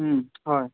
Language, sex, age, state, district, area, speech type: Assamese, male, 18-30, Assam, Jorhat, urban, conversation